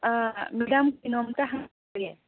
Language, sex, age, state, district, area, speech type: Manipuri, female, 18-30, Manipur, Chandel, rural, conversation